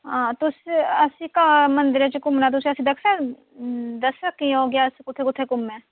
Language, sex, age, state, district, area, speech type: Dogri, female, 18-30, Jammu and Kashmir, Udhampur, rural, conversation